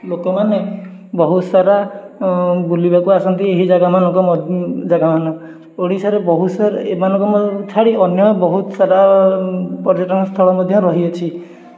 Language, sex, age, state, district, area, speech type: Odia, male, 30-45, Odisha, Puri, urban, spontaneous